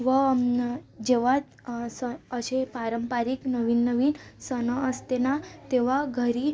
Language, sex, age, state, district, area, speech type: Marathi, female, 18-30, Maharashtra, Amravati, rural, spontaneous